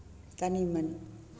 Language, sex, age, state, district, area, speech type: Maithili, female, 60+, Bihar, Begusarai, rural, spontaneous